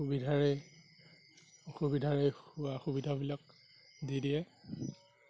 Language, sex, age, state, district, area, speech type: Assamese, male, 45-60, Assam, Darrang, rural, spontaneous